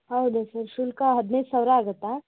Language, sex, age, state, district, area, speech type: Kannada, female, 18-30, Karnataka, Shimoga, urban, conversation